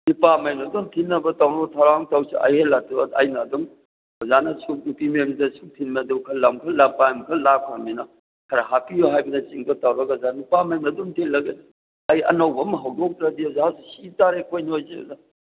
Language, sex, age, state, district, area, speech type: Manipuri, male, 60+, Manipur, Thoubal, rural, conversation